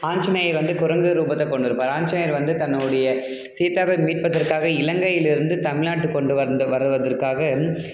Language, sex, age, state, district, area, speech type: Tamil, male, 18-30, Tamil Nadu, Dharmapuri, rural, spontaneous